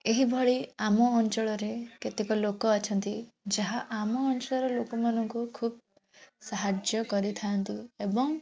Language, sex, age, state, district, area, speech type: Odia, female, 18-30, Odisha, Jajpur, rural, spontaneous